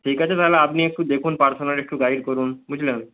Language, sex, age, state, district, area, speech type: Bengali, male, 30-45, West Bengal, Bankura, urban, conversation